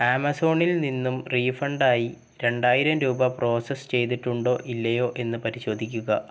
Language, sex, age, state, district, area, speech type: Malayalam, male, 30-45, Kerala, Wayanad, rural, read